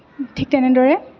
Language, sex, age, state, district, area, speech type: Assamese, female, 18-30, Assam, Kamrup Metropolitan, urban, spontaneous